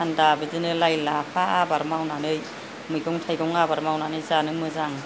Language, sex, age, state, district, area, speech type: Bodo, female, 60+, Assam, Kokrajhar, rural, spontaneous